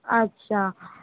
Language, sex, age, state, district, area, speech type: Marathi, female, 18-30, Maharashtra, Nagpur, urban, conversation